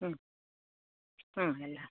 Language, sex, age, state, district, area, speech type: Malayalam, female, 45-60, Kerala, Kollam, rural, conversation